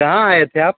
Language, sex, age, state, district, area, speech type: Hindi, male, 30-45, Bihar, Darbhanga, rural, conversation